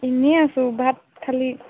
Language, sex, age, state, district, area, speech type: Assamese, female, 18-30, Assam, Golaghat, urban, conversation